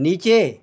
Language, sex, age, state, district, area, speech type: Hindi, male, 60+, Madhya Pradesh, Hoshangabad, urban, read